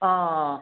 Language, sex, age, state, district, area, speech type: Malayalam, male, 18-30, Kerala, Kasaragod, urban, conversation